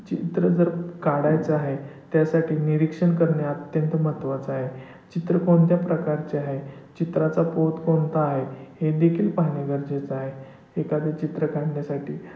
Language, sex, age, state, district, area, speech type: Marathi, male, 30-45, Maharashtra, Satara, urban, spontaneous